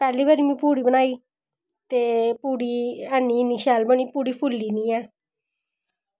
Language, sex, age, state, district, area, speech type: Dogri, female, 30-45, Jammu and Kashmir, Samba, urban, spontaneous